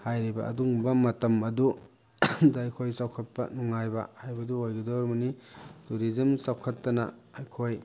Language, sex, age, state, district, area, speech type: Manipuri, male, 30-45, Manipur, Thoubal, rural, spontaneous